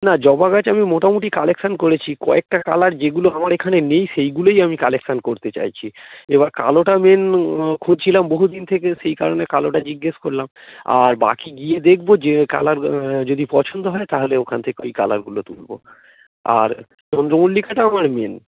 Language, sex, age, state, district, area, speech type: Bengali, male, 45-60, West Bengal, North 24 Parganas, urban, conversation